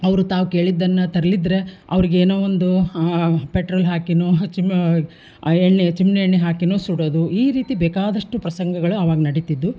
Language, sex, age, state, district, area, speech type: Kannada, female, 60+, Karnataka, Koppal, urban, spontaneous